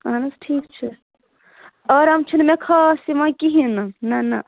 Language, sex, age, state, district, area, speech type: Kashmiri, female, 18-30, Jammu and Kashmir, Budgam, rural, conversation